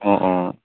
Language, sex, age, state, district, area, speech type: Assamese, male, 18-30, Assam, Lakhimpur, rural, conversation